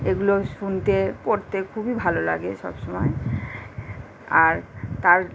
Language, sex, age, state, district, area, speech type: Bengali, female, 30-45, West Bengal, Kolkata, urban, spontaneous